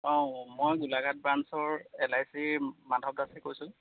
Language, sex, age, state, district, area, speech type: Assamese, male, 30-45, Assam, Golaghat, rural, conversation